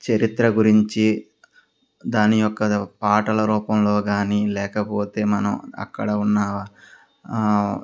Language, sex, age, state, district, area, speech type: Telugu, male, 30-45, Andhra Pradesh, Anakapalli, rural, spontaneous